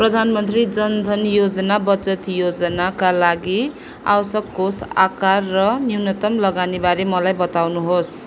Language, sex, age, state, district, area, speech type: Nepali, female, 18-30, West Bengal, Darjeeling, rural, read